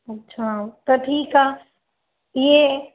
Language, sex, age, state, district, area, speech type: Sindhi, female, 30-45, Maharashtra, Mumbai Suburban, urban, conversation